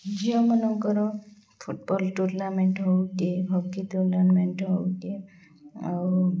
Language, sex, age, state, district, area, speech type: Odia, female, 30-45, Odisha, Koraput, urban, spontaneous